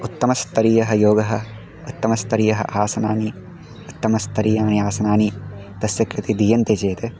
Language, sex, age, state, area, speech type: Sanskrit, male, 18-30, Uttarakhand, rural, spontaneous